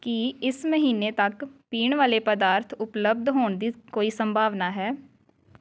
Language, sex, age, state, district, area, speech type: Punjabi, female, 18-30, Punjab, Amritsar, urban, read